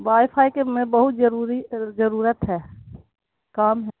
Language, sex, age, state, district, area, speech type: Urdu, female, 60+, Bihar, Gaya, urban, conversation